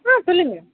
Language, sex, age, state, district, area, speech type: Tamil, female, 30-45, Tamil Nadu, Chennai, urban, conversation